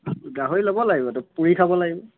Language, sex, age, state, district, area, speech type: Assamese, male, 30-45, Assam, Biswanath, rural, conversation